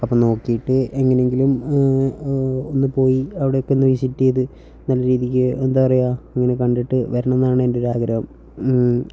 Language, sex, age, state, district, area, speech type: Malayalam, male, 18-30, Kerala, Wayanad, rural, spontaneous